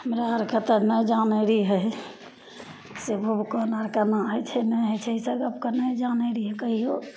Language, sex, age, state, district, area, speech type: Maithili, female, 30-45, Bihar, Madhepura, rural, spontaneous